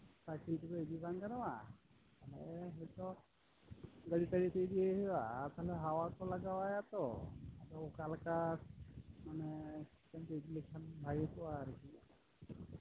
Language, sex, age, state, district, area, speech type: Santali, male, 30-45, West Bengal, Bankura, rural, conversation